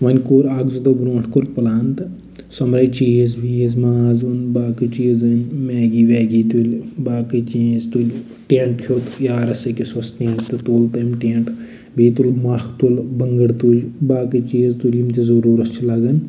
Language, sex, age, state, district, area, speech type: Kashmiri, male, 45-60, Jammu and Kashmir, Budgam, urban, spontaneous